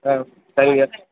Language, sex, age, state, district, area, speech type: Tamil, male, 18-30, Tamil Nadu, Madurai, rural, conversation